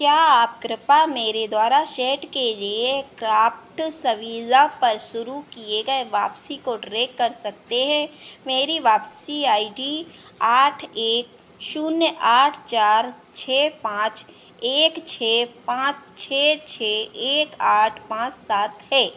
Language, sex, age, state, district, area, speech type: Hindi, female, 30-45, Madhya Pradesh, Harda, urban, read